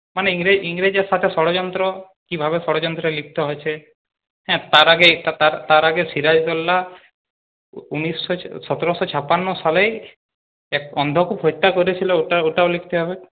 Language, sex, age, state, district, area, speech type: Bengali, male, 18-30, West Bengal, Purulia, urban, conversation